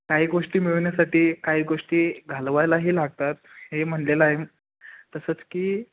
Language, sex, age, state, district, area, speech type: Marathi, male, 18-30, Maharashtra, Kolhapur, urban, conversation